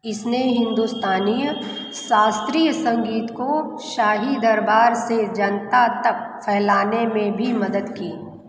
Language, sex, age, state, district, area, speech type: Hindi, female, 30-45, Uttar Pradesh, Mirzapur, rural, read